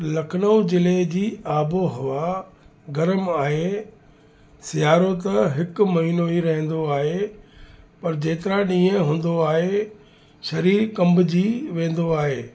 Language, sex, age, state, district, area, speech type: Sindhi, male, 60+, Uttar Pradesh, Lucknow, urban, spontaneous